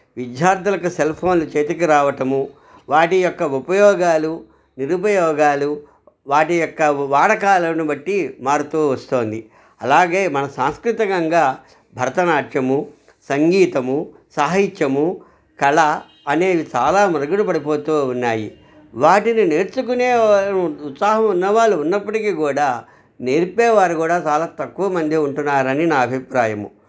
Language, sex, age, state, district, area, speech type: Telugu, male, 45-60, Andhra Pradesh, Krishna, rural, spontaneous